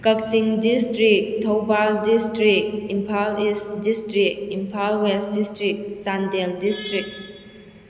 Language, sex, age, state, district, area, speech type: Manipuri, female, 18-30, Manipur, Kakching, rural, spontaneous